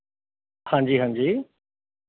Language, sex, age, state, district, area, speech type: Punjabi, male, 45-60, Punjab, Mohali, urban, conversation